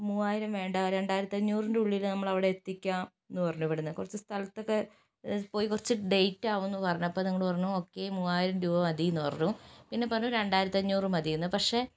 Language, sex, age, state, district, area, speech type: Malayalam, female, 60+, Kerala, Wayanad, rural, spontaneous